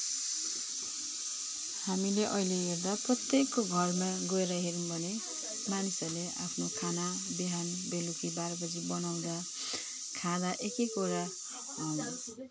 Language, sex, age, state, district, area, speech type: Nepali, female, 45-60, West Bengal, Jalpaiguri, urban, spontaneous